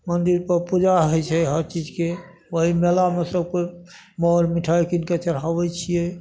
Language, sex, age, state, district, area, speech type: Maithili, male, 60+, Bihar, Madhepura, urban, spontaneous